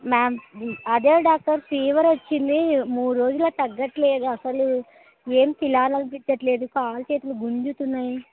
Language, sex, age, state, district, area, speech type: Telugu, female, 30-45, Andhra Pradesh, Kurnool, rural, conversation